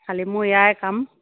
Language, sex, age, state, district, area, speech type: Assamese, female, 45-60, Assam, Morigaon, rural, conversation